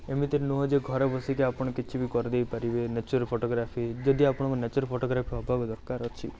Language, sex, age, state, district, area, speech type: Odia, male, 18-30, Odisha, Rayagada, urban, spontaneous